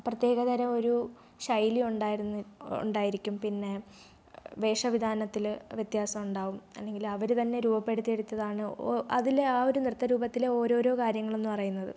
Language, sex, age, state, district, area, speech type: Malayalam, female, 18-30, Kerala, Thiruvananthapuram, rural, spontaneous